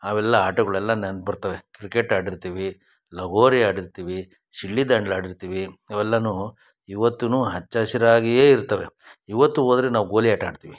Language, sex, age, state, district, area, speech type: Kannada, male, 60+, Karnataka, Chikkaballapur, rural, spontaneous